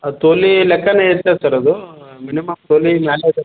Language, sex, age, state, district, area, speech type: Kannada, male, 30-45, Karnataka, Bidar, urban, conversation